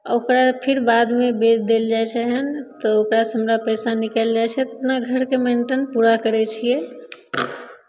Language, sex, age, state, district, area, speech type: Maithili, female, 30-45, Bihar, Begusarai, rural, spontaneous